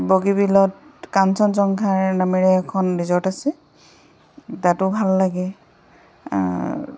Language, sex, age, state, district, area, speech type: Assamese, female, 30-45, Assam, Charaideo, rural, spontaneous